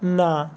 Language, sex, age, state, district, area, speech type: Bengali, male, 45-60, West Bengal, Nadia, rural, read